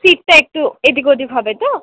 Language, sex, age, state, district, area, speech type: Bengali, female, 18-30, West Bengal, Kolkata, urban, conversation